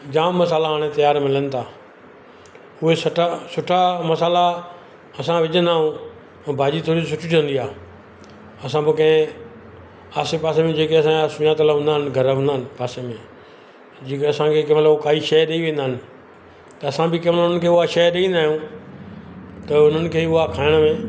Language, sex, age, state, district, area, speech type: Sindhi, male, 60+, Gujarat, Surat, urban, spontaneous